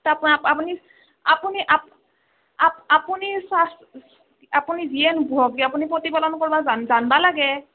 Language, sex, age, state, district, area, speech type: Assamese, female, 18-30, Assam, Nalbari, rural, conversation